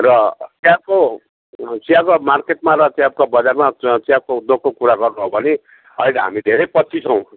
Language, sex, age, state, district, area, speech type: Nepali, male, 60+, West Bengal, Jalpaiguri, urban, conversation